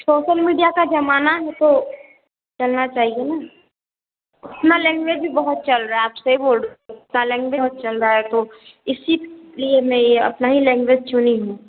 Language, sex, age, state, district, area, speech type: Hindi, female, 18-30, Bihar, Begusarai, urban, conversation